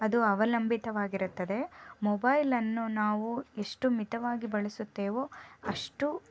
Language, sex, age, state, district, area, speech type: Kannada, female, 30-45, Karnataka, Shimoga, rural, spontaneous